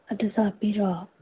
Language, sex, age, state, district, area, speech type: Manipuri, female, 30-45, Manipur, Imphal East, rural, conversation